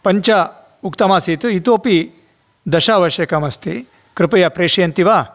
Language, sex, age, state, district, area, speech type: Sanskrit, male, 45-60, Karnataka, Davanagere, rural, spontaneous